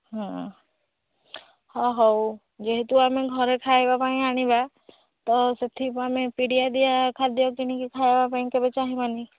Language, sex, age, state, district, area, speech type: Odia, female, 18-30, Odisha, Nayagarh, rural, conversation